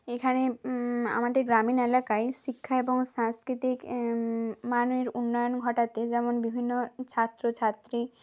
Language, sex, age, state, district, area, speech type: Bengali, female, 18-30, West Bengal, Bankura, rural, spontaneous